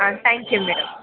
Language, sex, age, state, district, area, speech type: Kannada, female, 18-30, Karnataka, Mysore, urban, conversation